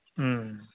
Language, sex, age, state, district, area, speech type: Santali, male, 30-45, West Bengal, Uttar Dinajpur, rural, conversation